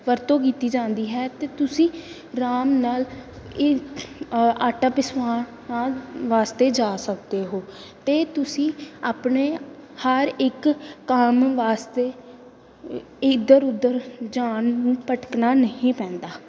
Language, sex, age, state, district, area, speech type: Punjabi, female, 18-30, Punjab, Gurdaspur, rural, spontaneous